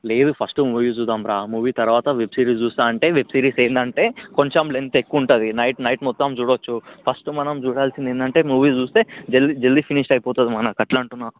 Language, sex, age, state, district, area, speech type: Telugu, male, 18-30, Telangana, Vikarabad, urban, conversation